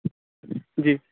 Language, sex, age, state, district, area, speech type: Maithili, male, 30-45, Bihar, Supaul, urban, conversation